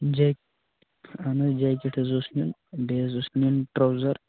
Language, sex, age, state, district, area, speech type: Kashmiri, male, 30-45, Jammu and Kashmir, Kupwara, rural, conversation